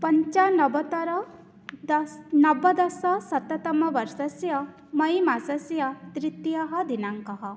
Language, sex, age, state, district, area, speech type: Sanskrit, female, 18-30, Odisha, Cuttack, rural, spontaneous